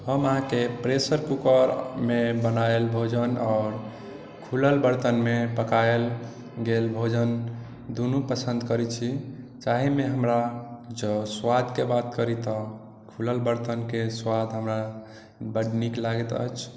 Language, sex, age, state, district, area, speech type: Maithili, male, 18-30, Bihar, Madhubani, rural, spontaneous